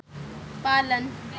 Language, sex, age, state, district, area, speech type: Hindi, female, 30-45, Madhya Pradesh, Seoni, urban, read